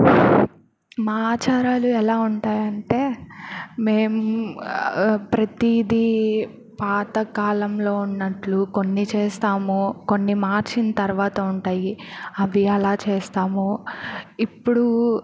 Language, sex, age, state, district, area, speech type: Telugu, female, 18-30, Andhra Pradesh, Bapatla, rural, spontaneous